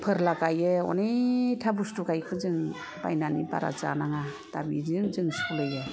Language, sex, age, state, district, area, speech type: Bodo, female, 60+, Assam, Kokrajhar, rural, spontaneous